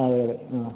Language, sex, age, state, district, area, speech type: Malayalam, male, 45-60, Kerala, Idukki, rural, conversation